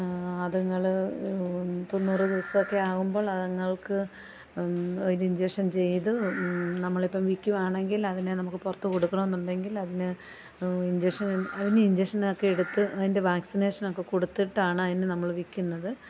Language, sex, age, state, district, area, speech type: Malayalam, female, 30-45, Kerala, Alappuzha, rural, spontaneous